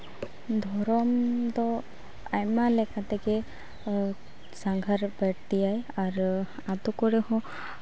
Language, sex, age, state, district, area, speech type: Santali, female, 18-30, West Bengal, Uttar Dinajpur, rural, spontaneous